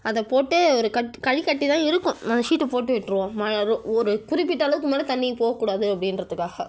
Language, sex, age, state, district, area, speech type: Tamil, female, 30-45, Tamil Nadu, Cuddalore, rural, spontaneous